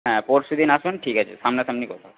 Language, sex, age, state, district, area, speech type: Bengali, female, 30-45, West Bengal, Purba Bardhaman, urban, conversation